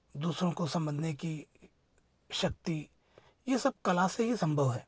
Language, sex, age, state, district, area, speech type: Hindi, male, 30-45, Rajasthan, Jaipur, urban, spontaneous